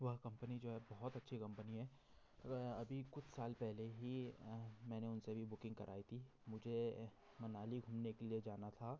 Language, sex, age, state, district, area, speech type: Hindi, male, 30-45, Madhya Pradesh, Betul, rural, spontaneous